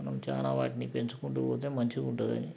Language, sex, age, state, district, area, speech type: Telugu, male, 45-60, Telangana, Nalgonda, rural, spontaneous